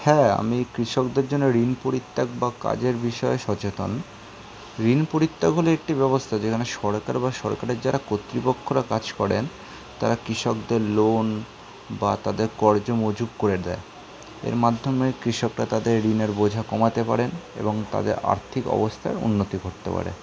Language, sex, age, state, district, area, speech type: Bengali, male, 18-30, West Bengal, Kolkata, urban, spontaneous